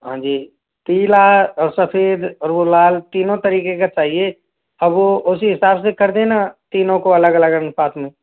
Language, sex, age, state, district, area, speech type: Hindi, male, 18-30, Rajasthan, Jaipur, urban, conversation